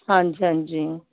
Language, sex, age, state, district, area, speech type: Punjabi, female, 60+, Punjab, Fazilka, rural, conversation